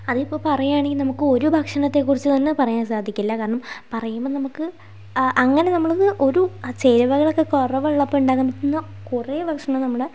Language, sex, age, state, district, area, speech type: Malayalam, female, 18-30, Kerala, Wayanad, rural, spontaneous